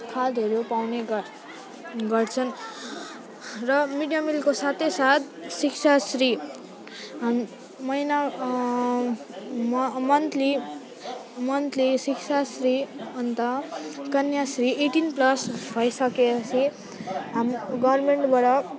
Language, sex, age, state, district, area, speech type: Nepali, female, 18-30, West Bengal, Alipurduar, urban, spontaneous